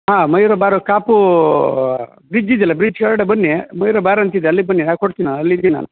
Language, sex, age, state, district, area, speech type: Kannada, male, 30-45, Karnataka, Udupi, rural, conversation